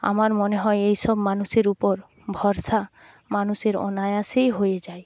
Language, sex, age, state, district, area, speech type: Bengali, female, 30-45, West Bengal, Purba Medinipur, rural, spontaneous